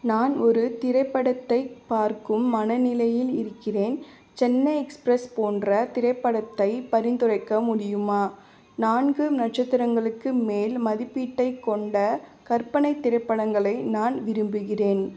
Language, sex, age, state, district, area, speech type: Tamil, female, 30-45, Tamil Nadu, Vellore, urban, read